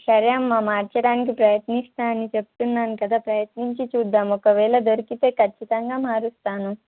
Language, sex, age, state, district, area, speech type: Telugu, female, 18-30, Telangana, Kamareddy, urban, conversation